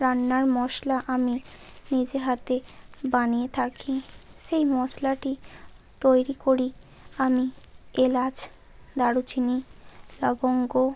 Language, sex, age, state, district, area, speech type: Bengali, female, 30-45, West Bengal, Hooghly, urban, spontaneous